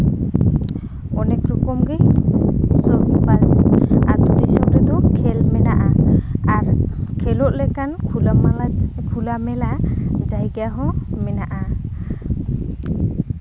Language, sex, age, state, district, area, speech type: Santali, female, 18-30, West Bengal, Purulia, rural, spontaneous